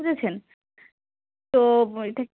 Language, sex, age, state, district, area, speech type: Bengali, female, 30-45, West Bengal, Darjeeling, urban, conversation